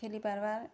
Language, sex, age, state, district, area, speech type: Odia, female, 30-45, Odisha, Bargarh, urban, spontaneous